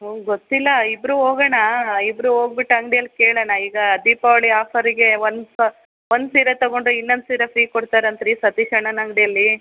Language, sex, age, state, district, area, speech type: Kannada, female, 45-60, Karnataka, Chitradurga, urban, conversation